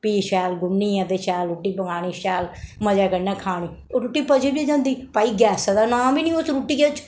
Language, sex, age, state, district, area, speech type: Dogri, female, 60+, Jammu and Kashmir, Reasi, urban, spontaneous